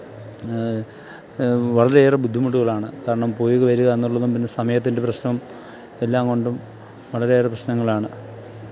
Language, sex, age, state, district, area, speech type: Malayalam, male, 30-45, Kerala, Thiruvananthapuram, rural, spontaneous